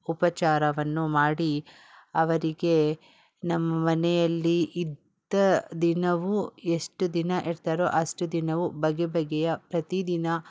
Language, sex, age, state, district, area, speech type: Kannada, female, 60+, Karnataka, Bangalore Urban, rural, spontaneous